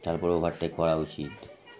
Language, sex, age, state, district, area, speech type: Bengali, male, 30-45, West Bengal, Darjeeling, urban, spontaneous